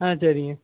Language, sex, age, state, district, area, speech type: Tamil, male, 18-30, Tamil Nadu, Erode, rural, conversation